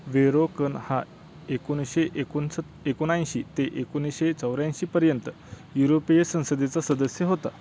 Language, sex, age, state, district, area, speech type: Marathi, male, 18-30, Maharashtra, Satara, rural, read